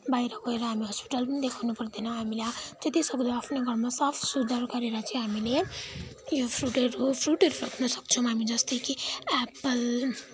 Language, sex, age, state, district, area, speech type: Nepali, female, 18-30, West Bengal, Kalimpong, rural, spontaneous